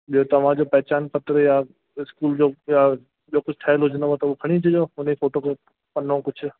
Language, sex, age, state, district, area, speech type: Sindhi, male, 30-45, Rajasthan, Ajmer, urban, conversation